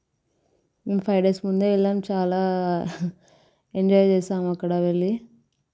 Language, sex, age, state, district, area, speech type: Telugu, female, 18-30, Telangana, Vikarabad, urban, spontaneous